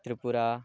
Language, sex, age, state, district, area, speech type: Sanskrit, male, 18-30, West Bengal, Darjeeling, urban, spontaneous